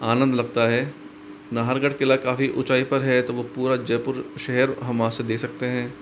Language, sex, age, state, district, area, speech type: Hindi, female, 45-60, Rajasthan, Jaipur, urban, spontaneous